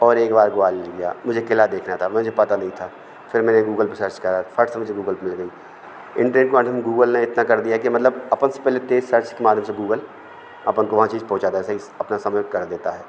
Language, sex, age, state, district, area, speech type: Hindi, male, 45-60, Madhya Pradesh, Hoshangabad, urban, spontaneous